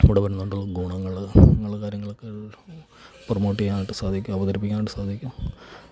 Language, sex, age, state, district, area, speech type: Malayalam, male, 45-60, Kerala, Alappuzha, rural, spontaneous